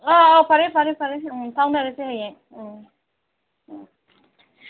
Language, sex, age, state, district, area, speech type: Manipuri, female, 45-60, Manipur, Ukhrul, rural, conversation